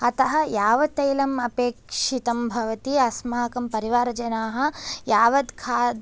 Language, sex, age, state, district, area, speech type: Sanskrit, female, 18-30, Andhra Pradesh, Visakhapatnam, urban, spontaneous